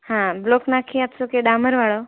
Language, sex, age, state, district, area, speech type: Gujarati, female, 18-30, Gujarat, Valsad, rural, conversation